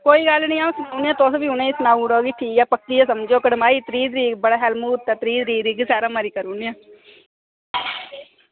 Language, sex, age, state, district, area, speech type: Dogri, female, 30-45, Jammu and Kashmir, Udhampur, rural, conversation